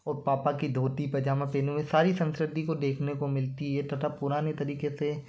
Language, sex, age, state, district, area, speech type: Hindi, male, 18-30, Madhya Pradesh, Bhopal, urban, spontaneous